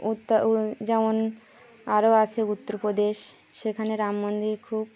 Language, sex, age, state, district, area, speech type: Bengali, female, 30-45, West Bengal, Birbhum, urban, spontaneous